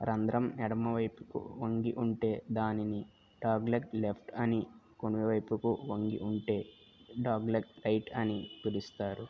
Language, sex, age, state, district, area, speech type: Telugu, female, 18-30, Andhra Pradesh, West Godavari, rural, read